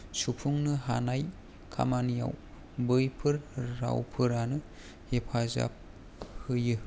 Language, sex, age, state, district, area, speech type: Bodo, male, 18-30, Assam, Kokrajhar, rural, spontaneous